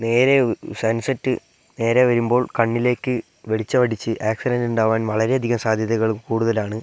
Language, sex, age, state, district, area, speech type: Malayalam, male, 18-30, Kerala, Wayanad, rural, spontaneous